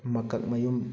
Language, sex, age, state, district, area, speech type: Manipuri, male, 30-45, Manipur, Thoubal, rural, spontaneous